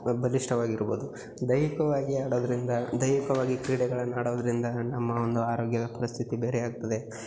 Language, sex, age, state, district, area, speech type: Kannada, male, 18-30, Karnataka, Yadgir, rural, spontaneous